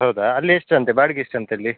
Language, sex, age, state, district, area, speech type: Kannada, male, 30-45, Karnataka, Udupi, rural, conversation